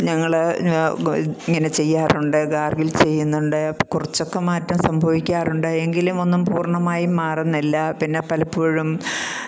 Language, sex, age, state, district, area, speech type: Malayalam, female, 60+, Kerala, Pathanamthitta, rural, spontaneous